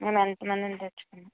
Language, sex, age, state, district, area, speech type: Telugu, female, 18-30, Andhra Pradesh, N T Rama Rao, urban, conversation